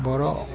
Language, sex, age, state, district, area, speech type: Bodo, male, 45-60, Assam, Udalguri, rural, spontaneous